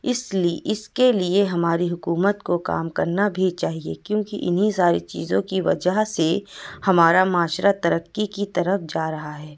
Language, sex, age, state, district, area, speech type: Urdu, female, 45-60, Uttar Pradesh, Lucknow, rural, spontaneous